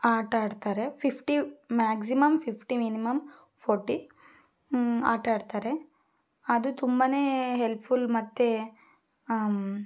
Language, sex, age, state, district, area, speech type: Kannada, female, 18-30, Karnataka, Shimoga, rural, spontaneous